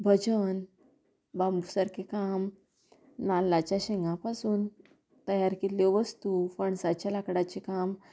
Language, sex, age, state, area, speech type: Goan Konkani, female, 30-45, Goa, rural, spontaneous